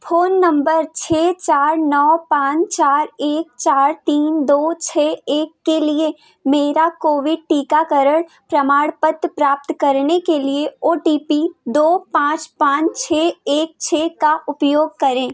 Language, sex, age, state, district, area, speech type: Hindi, female, 18-30, Uttar Pradesh, Jaunpur, urban, read